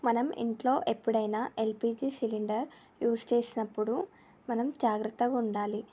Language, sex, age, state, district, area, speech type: Telugu, female, 18-30, Telangana, Medchal, urban, spontaneous